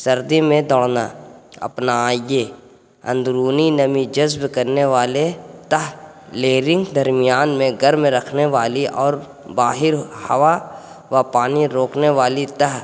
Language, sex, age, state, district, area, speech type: Urdu, male, 18-30, Bihar, Gaya, urban, spontaneous